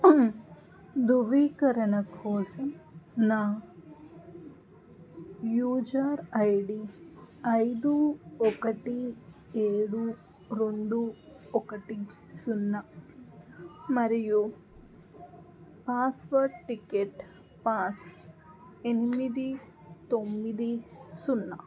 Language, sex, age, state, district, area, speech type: Telugu, female, 18-30, Andhra Pradesh, Krishna, rural, read